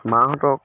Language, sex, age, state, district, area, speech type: Assamese, male, 30-45, Assam, Dibrugarh, rural, spontaneous